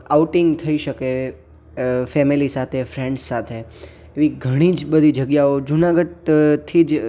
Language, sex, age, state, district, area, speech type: Gujarati, male, 18-30, Gujarat, Junagadh, urban, spontaneous